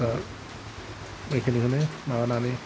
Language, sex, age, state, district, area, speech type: Bodo, male, 60+, Assam, Kokrajhar, urban, spontaneous